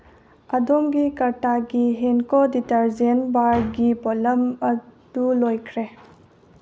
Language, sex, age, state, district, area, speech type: Manipuri, female, 18-30, Manipur, Bishnupur, rural, read